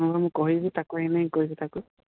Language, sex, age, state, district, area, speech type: Odia, male, 18-30, Odisha, Koraput, urban, conversation